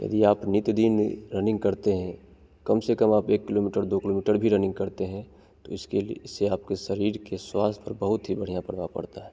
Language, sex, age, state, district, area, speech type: Hindi, male, 18-30, Bihar, Begusarai, rural, spontaneous